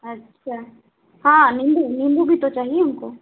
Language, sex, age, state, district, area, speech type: Hindi, female, 30-45, Uttar Pradesh, Sitapur, rural, conversation